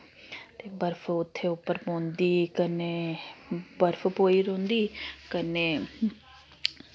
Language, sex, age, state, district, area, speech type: Dogri, female, 30-45, Jammu and Kashmir, Samba, urban, spontaneous